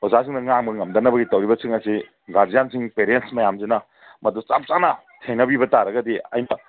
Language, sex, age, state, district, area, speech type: Manipuri, male, 45-60, Manipur, Kangpokpi, urban, conversation